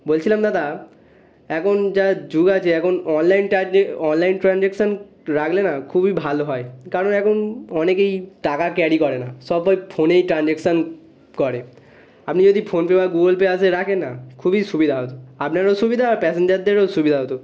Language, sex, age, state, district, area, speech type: Bengali, male, 18-30, West Bengal, North 24 Parganas, urban, spontaneous